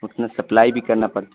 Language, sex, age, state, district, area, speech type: Urdu, male, 18-30, Bihar, Purnia, rural, conversation